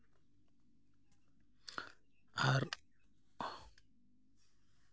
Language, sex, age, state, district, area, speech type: Santali, male, 30-45, West Bengal, Jhargram, rural, spontaneous